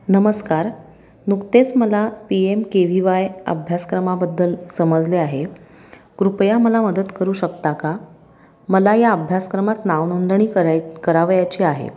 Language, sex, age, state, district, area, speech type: Marathi, female, 30-45, Maharashtra, Pune, urban, spontaneous